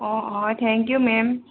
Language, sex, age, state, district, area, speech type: Assamese, female, 18-30, Assam, Tinsukia, urban, conversation